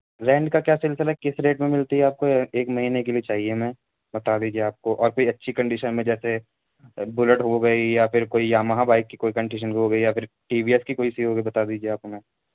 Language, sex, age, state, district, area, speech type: Urdu, male, 18-30, Uttar Pradesh, Siddharthnagar, rural, conversation